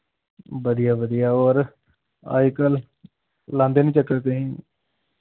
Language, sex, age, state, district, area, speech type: Dogri, male, 30-45, Jammu and Kashmir, Jammu, urban, conversation